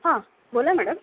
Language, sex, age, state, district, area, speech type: Marathi, female, 45-60, Maharashtra, Nanded, urban, conversation